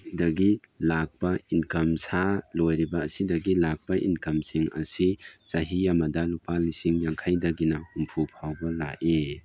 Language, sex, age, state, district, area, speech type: Manipuri, male, 30-45, Manipur, Tengnoupal, rural, spontaneous